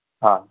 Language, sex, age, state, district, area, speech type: Gujarati, male, 18-30, Gujarat, Anand, urban, conversation